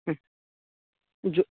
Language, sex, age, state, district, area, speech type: Odia, male, 18-30, Odisha, Malkangiri, urban, conversation